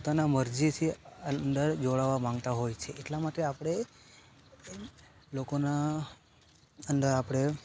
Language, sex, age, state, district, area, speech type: Gujarati, male, 18-30, Gujarat, Narmada, rural, spontaneous